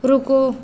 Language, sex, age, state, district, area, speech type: Hindi, female, 30-45, Uttar Pradesh, Azamgarh, rural, read